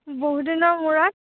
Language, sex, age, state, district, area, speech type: Assamese, female, 30-45, Assam, Nagaon, rural, conversation